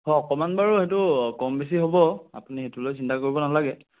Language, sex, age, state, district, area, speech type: Assamese, male, 18-30, Assam, Sonitpur, rural, conversation